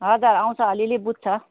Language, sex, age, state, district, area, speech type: Nepali, female, 45-60, West Bengal, Darjeeling, rural, conversation